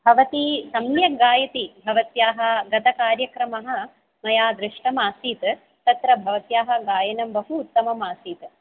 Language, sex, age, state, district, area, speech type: Sanskrit, female, 30-45, Kerala, Ernakulam, urban, conversation